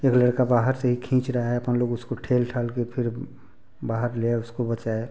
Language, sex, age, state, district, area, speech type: Hindi, male, 45-60, Uttar Pradesh, Prayagraj, urban, spontaneous